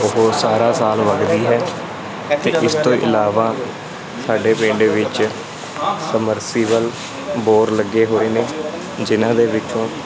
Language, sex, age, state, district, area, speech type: Punjabi, male, 18-30, Punjab, Kapurthala, rural, spontaneous